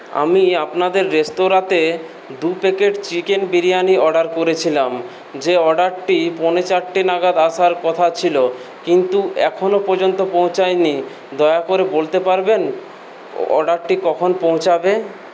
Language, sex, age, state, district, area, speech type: Bengali, male, 18-30, West Bengal, Purulia, rural, spontaneous